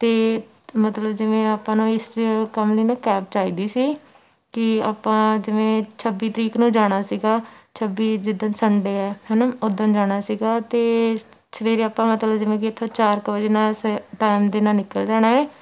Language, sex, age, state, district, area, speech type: Punjabi, female, 18-30, Punjab, Shaheed Bhagat Singh Nagar, rural, spontaneous